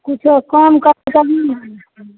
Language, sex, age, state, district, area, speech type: Maithili, female, 30-45, Bihar, Saharsa, rural, conversation